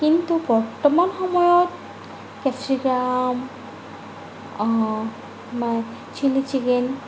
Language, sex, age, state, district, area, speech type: Assamese, female, 18-30, Assam, Morigaon, rural, spontaneous